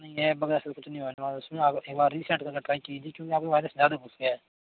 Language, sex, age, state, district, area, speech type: Hindi, male, 45-60, Rajasthan, Jodhpur, urban, conversation